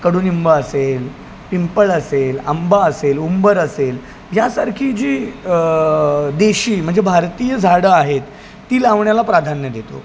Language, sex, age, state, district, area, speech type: Marathi, male, 30-45, Maharashtra, Palghar, rural, spontaneous